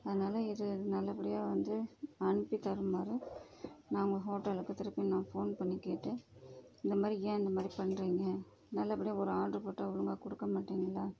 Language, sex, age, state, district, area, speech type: Tamil, female, 30-45, Tamil Nadu, Tiruchirappalli, rural, spontaneous